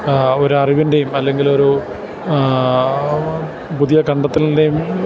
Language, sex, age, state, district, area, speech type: Malayalam, male, 45-60, Kerala, Kottayam, urban, spontaneous